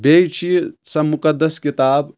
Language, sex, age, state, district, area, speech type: Kashmiri, male, 18-30, Jammu and Kashmir, Anantnag, rural, spontaneous